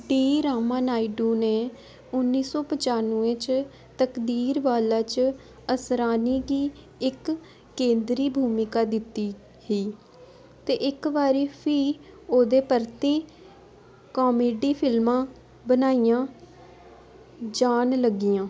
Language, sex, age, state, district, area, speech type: Dogri, female, 18-30, Jammu and Kashmir, Udhampur, urban, read